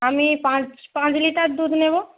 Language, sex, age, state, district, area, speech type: Bengali, female, 30-45, West Bengal, North 24 Parganas, rural, conversation